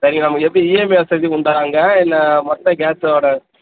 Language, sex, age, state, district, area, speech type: Tamil, male, 18-30, Tamil Nadu, Madurai, rural, conversation